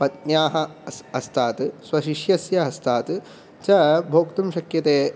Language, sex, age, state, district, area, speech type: Sanskrit, male, 18-30, Tamil Nadu, Kanchipuram, urban, spontaneous